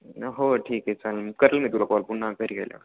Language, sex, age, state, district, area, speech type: Marathi, male, 18-30, Maharashtra, Ahmednagar, urban, conversation